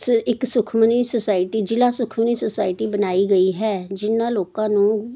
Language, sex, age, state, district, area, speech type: Punjabi, female, 60+, Punjab, Jalandhar, urban, spontaneous